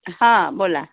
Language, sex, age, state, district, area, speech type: Marathi, female, 60+, Maharashtra, Thane, rural, conversation